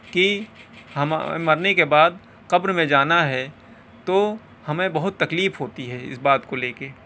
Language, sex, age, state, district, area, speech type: Urdu, male, 30-45, Uttar Pradesh, Balrampur, rural, spontaneous